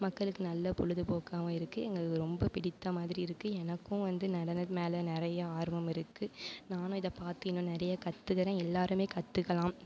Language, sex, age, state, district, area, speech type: Tamil, female, 18-30, Tamil Nadu, Mayiladuthurai, urban, spontaneous